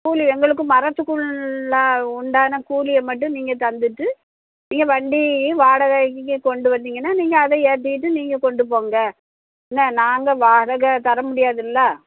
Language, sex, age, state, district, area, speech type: Tamil, female, 60+, Tamil Nadu, Thoothukudi, rural, conversation